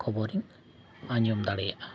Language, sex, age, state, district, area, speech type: Santali, male, 45-60, Jharkhand, Bokaro, rural, spontaneous